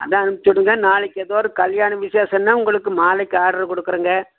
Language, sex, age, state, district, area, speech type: Tamil, male, 45-60, Tamil Nadu, Coimbatore, rural, conversation